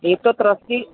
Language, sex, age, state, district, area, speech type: Gujarati, female, 60+, Gujarat, Surat, urban, conversation